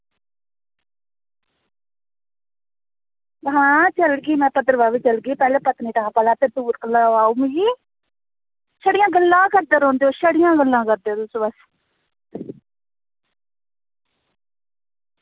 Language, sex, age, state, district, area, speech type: Dogri, female, 30-45, Jammu and Kashmir, Reasi, rural, conversation